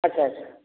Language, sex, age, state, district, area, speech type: Odia, male, 30-45, Odisha, Boudh, rural, conversation